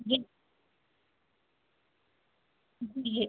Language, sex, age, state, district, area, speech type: Hindi, female, 18-30, Uttar Pradesh, Ghazipur, urban, conversation